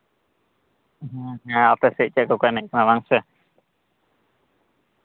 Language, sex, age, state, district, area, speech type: Santali, male, 18-30, West Bengal, Purba Bardhaman, rural, conversation